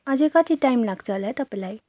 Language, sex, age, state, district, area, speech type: Nepali, female, 30-45, West Bengal, Darjeeling, rural, spontaneous